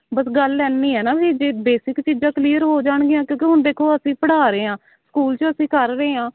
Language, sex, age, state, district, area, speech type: Punjabi, female, 18-30, Punjab, Shaheed Bhagat Singh Nagar, urban, conversation